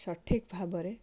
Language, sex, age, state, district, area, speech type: Odia, female, 30-45, Odisha, Balasore, rural, spontaneous